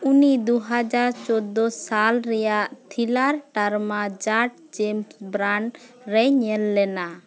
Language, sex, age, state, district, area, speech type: Santali, female, 18-30, West Bengal, Birbhum, rural, read